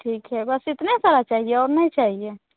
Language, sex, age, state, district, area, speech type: Hindi, female, 30-45, Bihar, Begusarai, rural, conversation